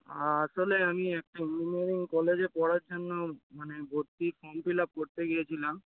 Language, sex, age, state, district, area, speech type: Bengali, male, 18-30, West Bengal, Dakshin Dinajpur, urban, conversation